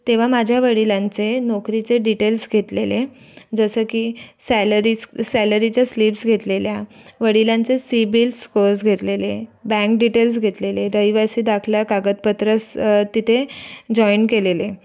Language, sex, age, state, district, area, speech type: Marathi, female, 18-30, Maharashtra, Raigad, rural, spontaneous